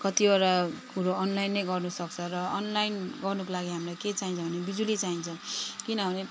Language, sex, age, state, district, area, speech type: Nepali, female, 45-60, West Bengal, Jalpaiguri, urban, spontaneous